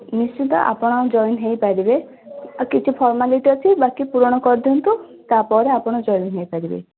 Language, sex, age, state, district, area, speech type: Odia, female, 18-30, Odisha, Ganjam, urban, conversation